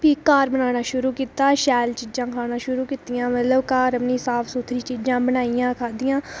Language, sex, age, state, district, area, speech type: Dogri, female, 18-30, Jammu and Kashmir, Reasi, rural, spontaneous